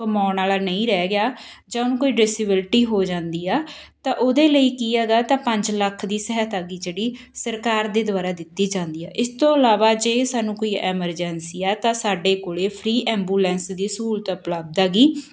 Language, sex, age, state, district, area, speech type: Punjabi, female, 30-45, Punjab, Patiala, rural, spontaneous